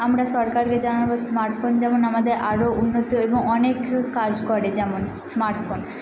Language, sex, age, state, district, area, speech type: Bengali, female, 18-30, West Bengal, Nadia, rural, spontaneous